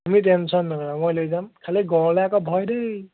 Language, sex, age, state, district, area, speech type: Assamese, male, 18-30, Assam, Biswanath, rural, conversation